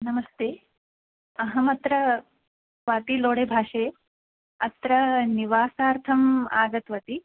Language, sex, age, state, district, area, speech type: Sanskrit, female, 18-30, Maharashtra, Nagpur, urban, conversation